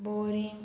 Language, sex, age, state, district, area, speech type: Goan Konkani, female, 18-30, Goa, Murmgao, rural, spontaneous